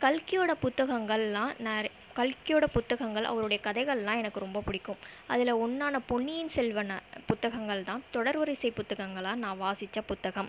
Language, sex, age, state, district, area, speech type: Tamil, female, 18-30, Tamil Nadu, Viluppuram, rural, spontaneous